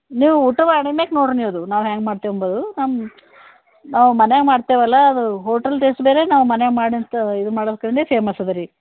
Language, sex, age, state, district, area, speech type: Kannada, female, 60+, Karnataka, Bidar, urban, conversation